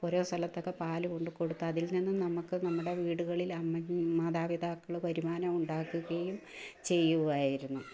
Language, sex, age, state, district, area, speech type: Malayalam, female, 45-60, Kerala, Kottayam, rural, spontaneous